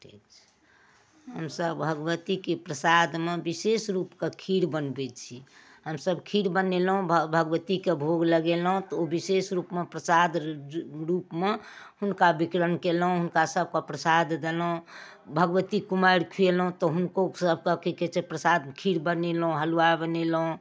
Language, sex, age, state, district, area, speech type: Maithili, female, 60+, Bihar, Darbhanga, rural, spontaneous